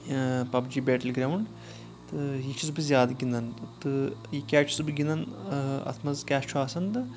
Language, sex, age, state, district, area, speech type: Kashmiri, male, 18-30, Jammu and Kashmir, Anantnag, rural, spontaneous